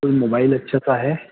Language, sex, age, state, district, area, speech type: Urdu, male, 45-60, Delhi, Central Delhi, urban, conversation